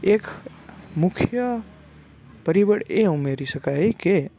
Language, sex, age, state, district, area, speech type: Gujarati, male, 18-30, Gujarat, Rajkot, urban, spontaneous